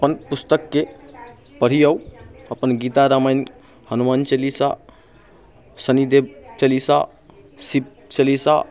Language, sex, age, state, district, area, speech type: Maithili, male, 30-45, Bihar, Muzaffarpur, rural, spontaneous